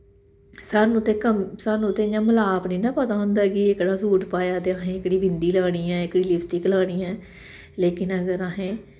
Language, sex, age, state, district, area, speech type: Dogri, female, 30-45, Jammu and Kashmir, Samba, rural, spontaneous